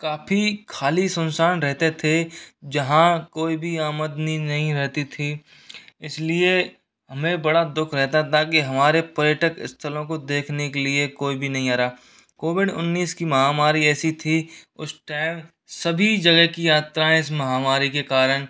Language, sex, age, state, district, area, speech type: Hindi, male, 45-60, Rajasthan, Jaipur, urban, spontaneous